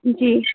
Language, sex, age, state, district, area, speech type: Hindi, female, 45-60, Uttar Pradesh, Hardoi, rural, conversation